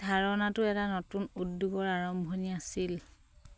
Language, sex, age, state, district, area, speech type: Assamese, female, 30-45, Assam, Sivasagar, rural, read